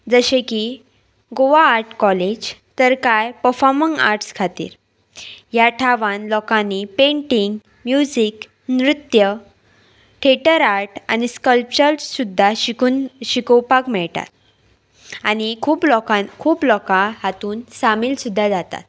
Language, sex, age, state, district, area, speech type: Goan Konkani, female, 18-30, Goa, Pernem, rural, spontaneous